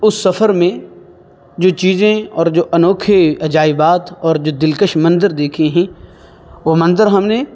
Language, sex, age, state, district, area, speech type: Urdu, male, 18-30, Uttar Pradesh, Saharanpur, urban, spontaneous